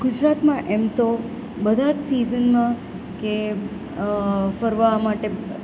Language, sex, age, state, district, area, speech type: Gujarati, female, 30-45, Gujarat, Valsad, rural, spontaneous